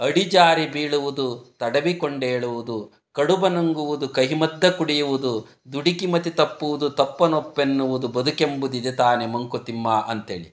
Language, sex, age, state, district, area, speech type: Kannada, male, 60+, Karnataka, Chitradurga, rural, spontaneous